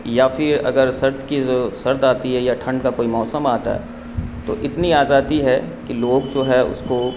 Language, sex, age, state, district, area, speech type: Urdu, male, 45-60, Bihar, Supaul, rural, spontaneous